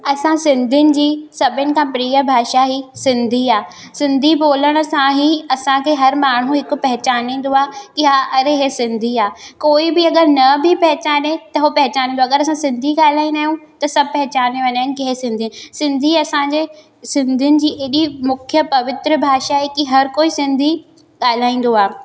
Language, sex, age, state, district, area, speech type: Sindhi, female, 18-30, Madhya Pradesh, Katni, rural, spontaneous